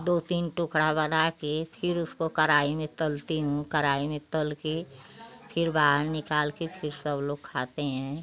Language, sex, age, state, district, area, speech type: Hindi, female, 60+, Uttar Pradesh, Ghazipur, rural, spontaneous